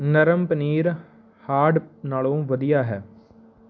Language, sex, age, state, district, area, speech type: Punjabi, male, 18-30, Punjab, Patiala, rural, read